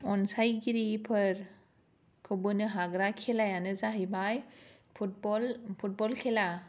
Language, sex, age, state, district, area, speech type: Bodo, female, 18-30, Assam, Kokrajhar, rural, spontaneous